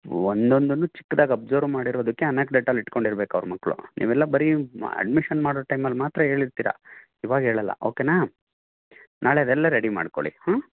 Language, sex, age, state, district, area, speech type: Kannada, male, 45-60, Karnataka, Chitradurga, rural, conversation